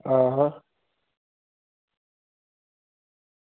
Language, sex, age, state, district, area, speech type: Dogri, male, 30-45, Jammu and Kashmir, Udhampur, rural, conversation